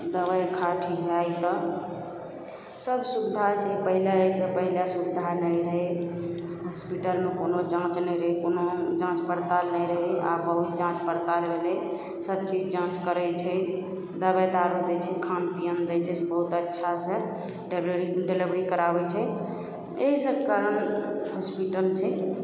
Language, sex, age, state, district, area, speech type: Maithili, female, 18-30, Bihar, Araria, rural, spontaneous